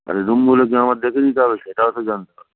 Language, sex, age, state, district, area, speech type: Bengali, male, 45-60, West Bengal, Hooghly, rural, conversation